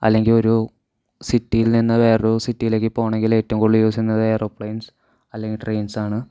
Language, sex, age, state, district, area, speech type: Malayalam, male, 18-30, Kerala, Thrissur, rural, spontaneous